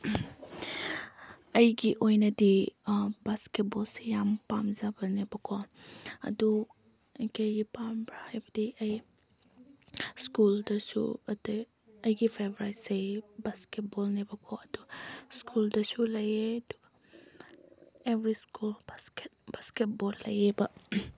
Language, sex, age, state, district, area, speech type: Manipuri, female, 18-30, Manipur, Chandel, rural, spontaneous